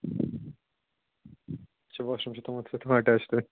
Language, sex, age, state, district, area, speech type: Kashmiri, male, 18-30, Jammu and Kashmir, Ganderbal, rural, conversation